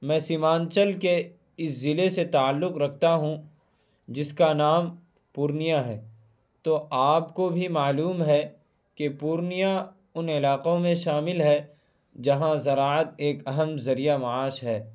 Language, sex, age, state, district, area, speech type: Urdu, male, 18-30, Bihar, Purnia, rural, spontaneous